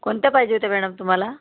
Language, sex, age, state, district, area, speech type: Marathi, female, 30-45, Maharashtra, Yavatmal, rural, conversation